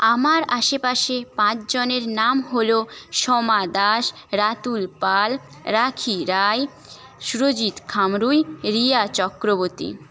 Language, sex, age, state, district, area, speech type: Bengali, female, 18-30, West Bengal, Paschim Medinipur, rural, spontaneous